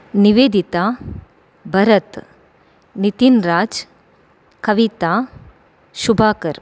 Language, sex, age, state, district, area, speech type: Sanskrit, female, 30-45, Karnataka, Dakshina Kannada, urban, spontaneous